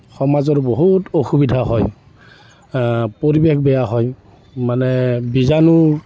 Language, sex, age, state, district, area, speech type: Assamese, male, 45-60, Assam, Barpeta, rural, spontaneous